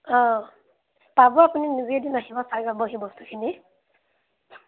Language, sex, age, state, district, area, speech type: Assamese, female, 18-30, Assam, Majuli, urban, conversation